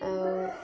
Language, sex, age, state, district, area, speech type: Odia, female, 18-30, Odisha, Koraput, urban, spontaneous